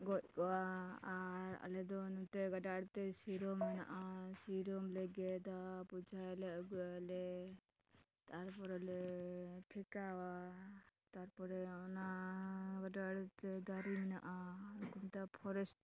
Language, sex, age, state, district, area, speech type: Santali, female, 30-45, West Bengal, Dakshin Dinajpur, rural, spontaneous